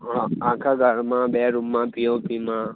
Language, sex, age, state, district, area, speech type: Gujarati, male, 30-45, Gujarat, Aravalli, urban, conversation